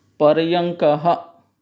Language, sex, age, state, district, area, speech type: Sanskrit, male, 30-45, West Bengal, Purba Medinipur, rural, read